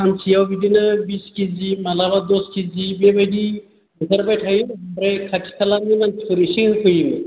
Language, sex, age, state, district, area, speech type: Bodo, male, 45-60, Assam, Chirang, urban, conversation